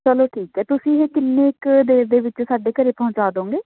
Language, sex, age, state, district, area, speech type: Punjabi, female, 30-45, Punjab, Patiala, rural, conversation